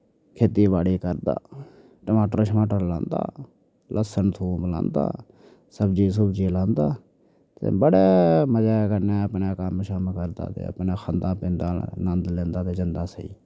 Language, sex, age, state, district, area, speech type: Dogri, male, 30-45, Jammu and Kashmir, Udhampur, urban, spontaneous